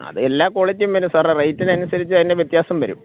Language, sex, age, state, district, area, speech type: Malayalam, male, 45-60, Kerala, Alappuzha, rural, conversation